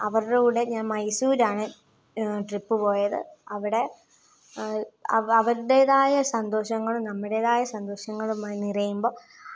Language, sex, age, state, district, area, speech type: Malayalam, female, 18-30, Kerala, Kottayam, rural, spontaneous